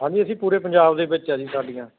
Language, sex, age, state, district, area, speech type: Punjabi, male, 30-45, Punjab, Ludhiana, rural, conversation